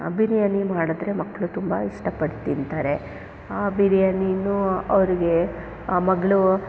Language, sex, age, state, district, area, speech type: Kannada, female, 30-45, Karnataka, Chamarajanagar, rural, spontaneous